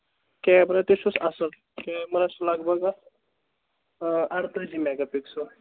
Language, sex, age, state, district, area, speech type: Kashmiri, male, 18-30, Jammu and Kashmir, Kulgam, urban, conversation